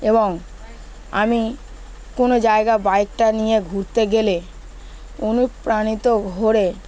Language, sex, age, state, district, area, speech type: Bengali, male, 18-30, West Bengal, Dakshin Dinajpur, urban, spontaneous